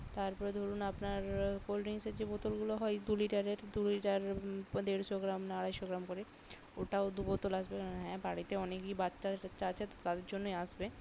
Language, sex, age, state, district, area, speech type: Bengali, female, 30-45, West Bengal, Bankura, urban, spontaneous